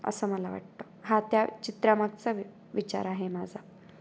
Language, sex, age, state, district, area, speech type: Marathi, female, 18-30, Maharashtra, Ahmednagar, rural, spontaneous